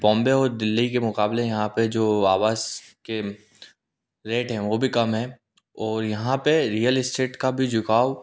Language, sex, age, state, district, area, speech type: Hindi, male, 18-30, Madhya Pradesh, Indore, urban, spontaneous